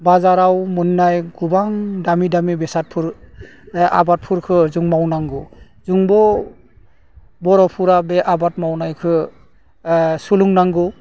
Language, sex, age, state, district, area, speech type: Bodo, male, 45-60, Assam, Udalguri, rural, spontaneous